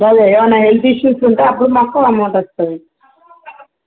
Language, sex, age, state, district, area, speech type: Telugu, female, 45-60, Andhra Pradesh, Visakhapatnam, urban, conversation